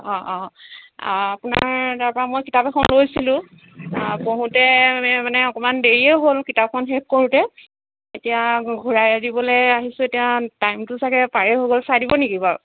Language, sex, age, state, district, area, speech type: Assamese, female, 45-60, Assam, Tinsukia, rural, conversation